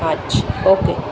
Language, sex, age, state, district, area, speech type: Bengali, female, 30-45, West Bengal, Kolkata, urban, spontaneous